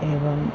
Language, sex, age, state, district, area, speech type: Sanskrit, female, 45-60, Kerala, Ernakulam, urban, spontaneous